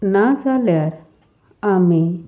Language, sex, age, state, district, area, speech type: Goan Konkani, female, 45-60, Goa, Salcete, rural, spontaneous